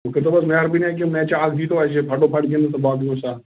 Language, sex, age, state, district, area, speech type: Kashmiri, male, 45-60, Jammu and Kashmir, Bandipora, rural, conversation